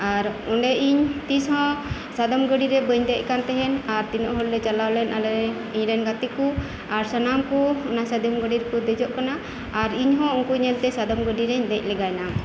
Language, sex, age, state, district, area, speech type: Santali, female, 45-60, West Bengal, Birbhum, rural, spontaneous